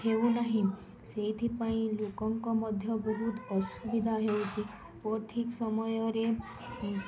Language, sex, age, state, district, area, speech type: Odia, female, 18-30, Odisha, Balangir, urban, spontaneous